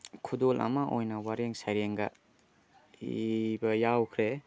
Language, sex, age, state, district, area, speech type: Manipuri, male, 18-30, Manipur, Tengnoupal, rural, spontaneous